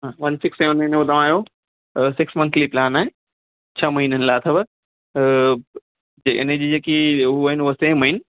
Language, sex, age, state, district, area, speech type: Sindhi, male, 30-45, Gujarat, Kutch, urban, conversation